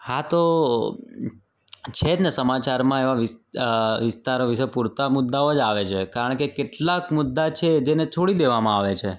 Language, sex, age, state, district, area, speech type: Gujarati, male, 30-45, Gujarat, Ahmedabad, urban, spontaneous